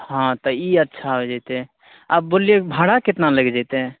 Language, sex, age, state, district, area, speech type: Maithili, male, 30-45, Bihar, Begusarai, urban, conversation